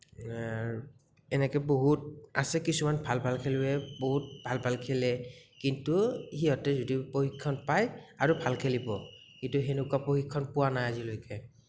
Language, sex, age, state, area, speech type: Assamese, male, 18-30, Assam, rural, spontaneous